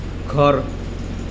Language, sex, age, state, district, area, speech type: Assamese, male, 18-30, Assam, Nalbari, rural, read